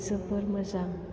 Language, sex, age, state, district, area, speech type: Bodo, female, 18-30, Assam, Chirang, urban, spontaneous